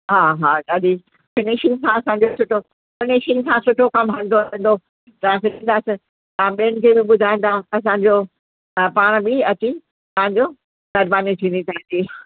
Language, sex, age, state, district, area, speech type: Sindhi, female, 60+, Uttar Pradesh, Lucknow, rural, conversation